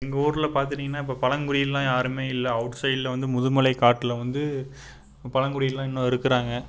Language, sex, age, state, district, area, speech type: Tamil, male, 18-30, Tamil Nadu, Tiruppur, rural, spontaneous